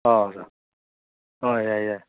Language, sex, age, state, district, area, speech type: Manipuri, male, 30-45, Manipur, Churachandpur, rural, conversation